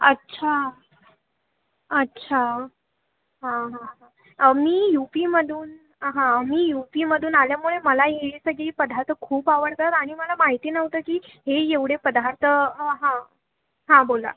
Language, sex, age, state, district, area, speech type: Marathi, female, 18-30, Maharashtra, Thane, urban, conversation